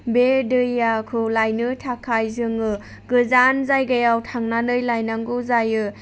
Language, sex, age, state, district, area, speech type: Bodo, female, 30-45, Assam, Chirang, rural, spontaneous